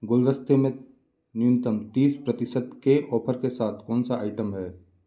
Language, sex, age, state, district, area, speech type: Hindi, male, 30-45, Madhya Pradesh, Gwalior, rural, read